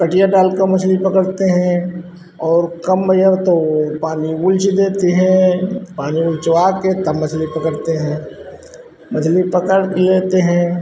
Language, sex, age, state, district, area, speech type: Hindi, male, 60+, Uttar Pradesh, Hardoi, rural, spontaneous